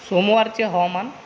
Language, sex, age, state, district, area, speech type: Marathi, male, 45-60, Maharashtra, Akola, rural, read